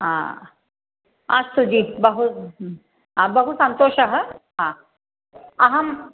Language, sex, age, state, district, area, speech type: Sanskrit, female, 45-60, Tamil Nadu, Chennai, urban, conversation